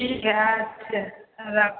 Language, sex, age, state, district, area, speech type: Maithili, female, 30-45, Bihar, Samastipur, rural, conversation